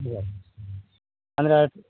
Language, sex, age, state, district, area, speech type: Kannada, male, 30-45, Karnataka, Vijayapura, rural, conversation